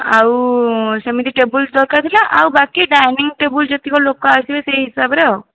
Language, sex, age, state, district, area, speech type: Odia, female, 30-45, Odisha, Jajpur, rural, conversation